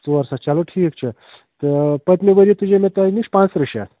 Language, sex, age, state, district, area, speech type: Kashmiri, male, 30-45, Jammu and Kashmir, Budgam, rural, conversation